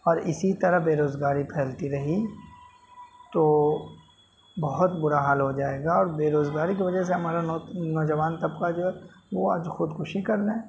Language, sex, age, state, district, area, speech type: Urdu, male, 18-30, Delhi, North West Delhi, urban, spontaneous